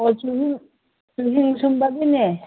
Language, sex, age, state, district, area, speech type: Manipuri, female, 60+, Manipur, Kangpokpi, urban, conversation